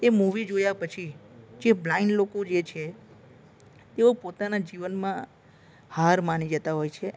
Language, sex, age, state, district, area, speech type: Gujarati, male, 30-45, Gujarat, Narmada, urban, spontaneous